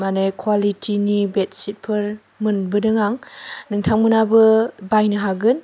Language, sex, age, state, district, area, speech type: Bodo, female, 18-30, Assam, Chirang, rural, spontaneous